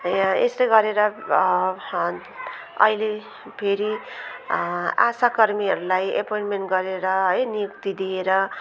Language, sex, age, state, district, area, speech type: Nepali, female, 45-60, West Bengal, Jalpaiguri, urban, spontaneous